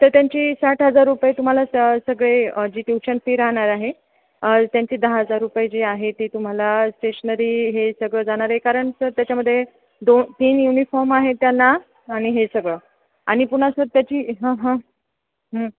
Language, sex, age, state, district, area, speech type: Marathi, female, 30-45, Maharashtra, Ahmednagar, urban, conversation